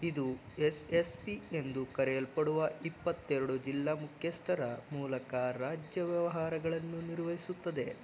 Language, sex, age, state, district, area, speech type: Kannada, male, 30-45, Karnataka, Chikkaballapur, rural, read